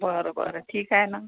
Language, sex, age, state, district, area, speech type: Marathi, female, 45-60, Maharashtra, Akola, urban, conversation